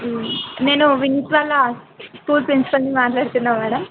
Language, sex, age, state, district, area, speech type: Telugu, female, 18-30, Telangana, Hyderabad, urban, conversation